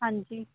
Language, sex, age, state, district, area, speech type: Punjabi, female, 18-30, Punjab, Muktsar, urban, conversation